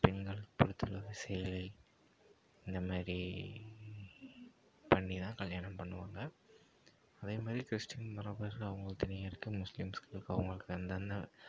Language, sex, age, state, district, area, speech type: Tamil, male, 45-60, Tamil Nadu, Ariyalur, rural, spontaneous